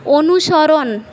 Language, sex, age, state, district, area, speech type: Bengali, female, 45-60, West Bengal, Paschim Medinipur, rural, read